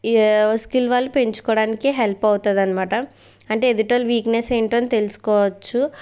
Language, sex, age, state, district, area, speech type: Telugu, female, 45-60, Andhra Pradesh, Kakinada, rural, spontaneous